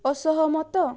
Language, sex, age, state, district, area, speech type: Odia, female, 18-30, Odisha, Balasore, rural, read